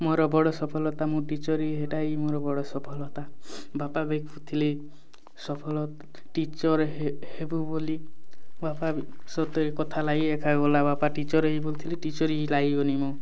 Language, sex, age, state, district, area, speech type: Odia, male, 18-30, Odisha, Kalahandi, rural, spontaneous